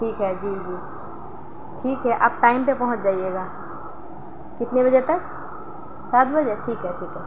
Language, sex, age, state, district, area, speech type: Urdu, female, 18-30, Delhi, South Delhi, urban, spontaneous